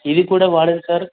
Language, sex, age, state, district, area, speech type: Telugu, male, 18-30, Telangana, Medak, rural, conversation